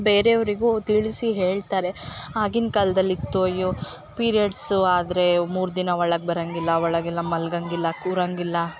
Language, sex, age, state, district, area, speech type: Kannada, female, 18-30, Karnataka, Chikkamagaluru, rural, spontaneous